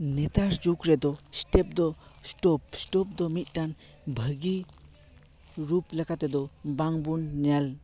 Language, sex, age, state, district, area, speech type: Santali, male, 18-30, West Bengal, Paschim Bardhaman, rural, spontaneous